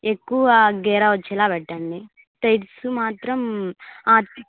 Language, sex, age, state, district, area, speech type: Telugu, female, 18-30, Andhra Pradesh, Kadapa, urban, conversation